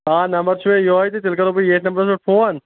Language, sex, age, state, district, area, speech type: Kashmiri, male, 30-45, Jammu and Kashmir, Anantnag, rural, conversation